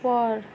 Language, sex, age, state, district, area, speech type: Assamese, female, 18-30, Assam, Darrang, rural, read